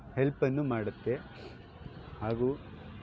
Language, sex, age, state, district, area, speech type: Kannada, male, 30-45, Karnataka, Shimoga, rural, spontaneous